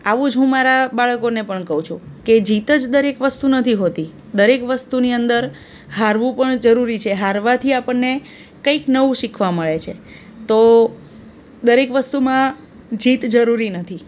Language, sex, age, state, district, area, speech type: Gujarati, female, 30-45, Gujarat, Surat, urban, spontaneous